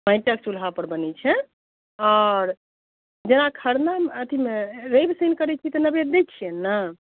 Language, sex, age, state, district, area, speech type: Maithili, other, 60+, Bihar, Madhubani, urban, conversation